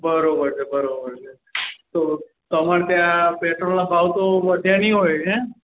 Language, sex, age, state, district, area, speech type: Gujarati, male, 18-30, Gujarat, Anand, rural, conversation